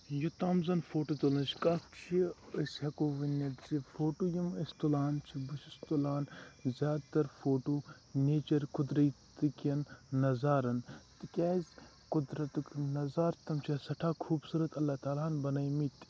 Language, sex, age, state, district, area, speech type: Kashmiri, male, 18-30, Jammu and Kashmir, Kupwara, urban, spontaneous